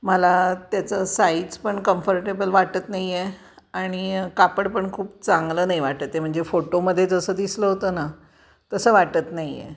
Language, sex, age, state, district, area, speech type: Marathi, female, 45-60, Maharashtra, Kolhapur, urban, spontaneous